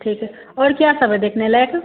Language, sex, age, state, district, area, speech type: Hindi, female, 45-60, Bihar, Madhubani, rural, conversation